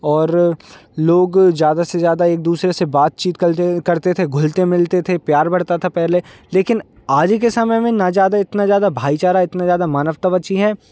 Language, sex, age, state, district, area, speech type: Hindi, male, 18-30, Madhya Pradesh, Hoshangabad, urban, spontaneous